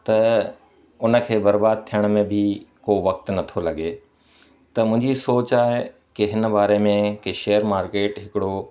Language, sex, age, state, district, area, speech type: Sindhi, male, 45-60, Gujarat, Kutch, rural, spontaneous